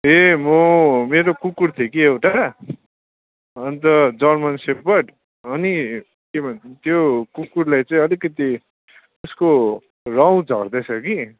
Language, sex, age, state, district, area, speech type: Nepali, male, 18-30, West Bengal, Kalimpong, rural, conversation